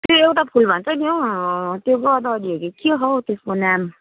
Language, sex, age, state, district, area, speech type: Nepali, female, 30-45, West Bengal, Kalimpong, rural, conversation